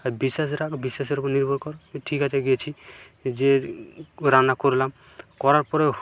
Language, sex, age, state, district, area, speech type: Bengali, male, 45-60, West Bengal, Purba Medinipur, rural, spontaneous